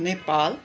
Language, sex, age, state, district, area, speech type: Nepali, male, 18-30, West Bengal, Darjeeling, rural, spontaneous